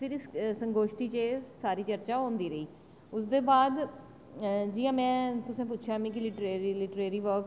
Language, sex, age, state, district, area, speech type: Dogri, female, 30-45, Jammu and Kashmir, Jammu, urban, spontaneous